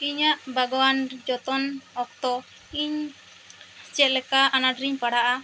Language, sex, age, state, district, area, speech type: Santali, female, 18-30, West Bengal, Bankura, rural, spontaneous